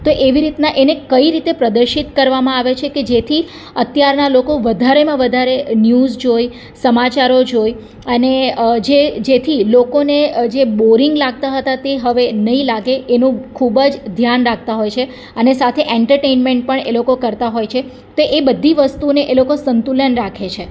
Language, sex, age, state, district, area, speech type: Gujarati, female, 30-45, Gujarat, Surat, urban, spontaneous